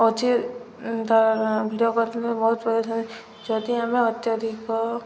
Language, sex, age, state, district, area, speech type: Odia, female, 18-30, Odisha, Subarnapur, urban, spontaneous